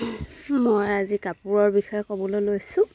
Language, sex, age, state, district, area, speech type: Assamese, female, 30-45, Assam, Sivasagar, rural, spontaneous